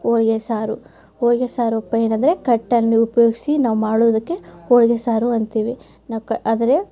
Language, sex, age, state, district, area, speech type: Kannada, female, 30-45, Karnataka, Gadag, rural, spontaneous